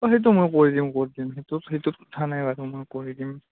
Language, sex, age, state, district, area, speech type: Assamese, male, 18-30, Assam, Udalguri, rural, conversation